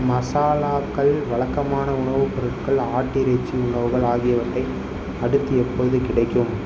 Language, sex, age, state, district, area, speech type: Tamil, male, 18-30, Tamil Nadu, Tiruvarur, urban, read